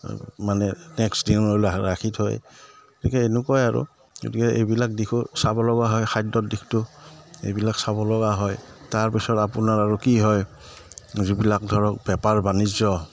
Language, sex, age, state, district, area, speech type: Assamese, male, 45-60, Assam, Udalguri, rural, spontaneous